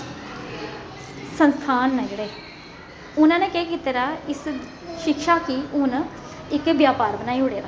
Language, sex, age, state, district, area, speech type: Dogri, female, 30-45, Jammu and Kashmir, Jammu, urban, spontaneous